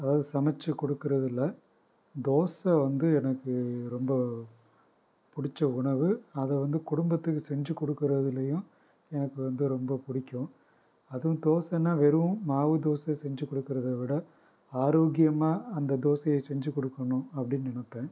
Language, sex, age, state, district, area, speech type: Tamil, male, 45-60, Tamil Nadu, Pudukkottai, rural, spontaneous